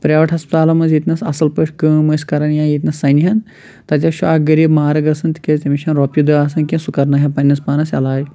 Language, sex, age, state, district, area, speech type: Kashmiri, male, 30-45, Jammu and Kashmir, Shopian, rural, spontaneous